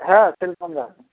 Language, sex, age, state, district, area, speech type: Bengali, male, 18-30, West Bengal, Darjeeling, rural, conversation